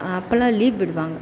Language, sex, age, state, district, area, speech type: Tamil, female, 18-30, Tamil Nadu, Tiruvannamalai, urban, spontaneous